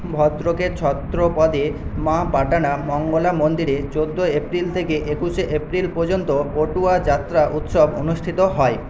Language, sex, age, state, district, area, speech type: Bengali, male, 18-30, West Bengal, Paschim Medinipur, rural, read